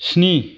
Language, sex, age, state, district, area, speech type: Bodo, male, 30-45, Assam, Kokrajhar, rural, read